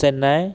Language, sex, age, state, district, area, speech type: Assamese, male, 30-45, Assam, Dhemaji, rural, spontaneous